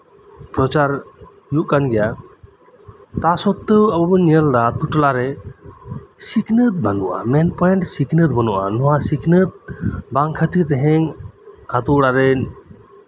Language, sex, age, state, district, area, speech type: Santali, male, 30-45, West Bengal, Birbhum, rural, spontaneous